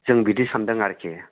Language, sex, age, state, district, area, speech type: Bodo, male, 60+, Assam, Udalguri, urban, conversation